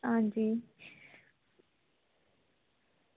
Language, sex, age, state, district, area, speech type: Dogri, female, 18-30, Jammu and Kashmir, Samba, rural, conversation